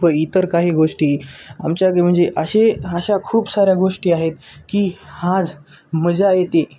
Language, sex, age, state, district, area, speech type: Marathi, male, 18-30, Maharashtra, Nanded, urban, spontaneous